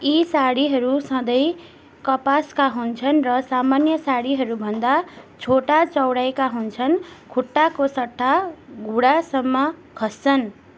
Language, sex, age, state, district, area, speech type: Nepali, female, 18-30, West Bengal, Darjeeling, rural, read